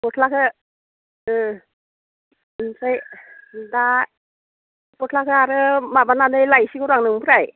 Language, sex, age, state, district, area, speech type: Bodo, female, 60+, Assam, Baksa, urban, conversation